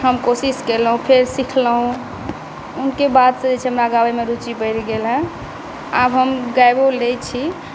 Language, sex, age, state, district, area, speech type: Maithili, female, 18-30, Bihar, Saharsa, rural, spontaneous